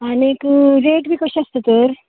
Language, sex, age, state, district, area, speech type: Goan Konkani, female, 45-60, Goa, Canacona, rural, conversation